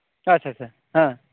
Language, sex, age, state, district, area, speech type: Santali, male, 30-45, West Bengal, Purulia, rural, conversation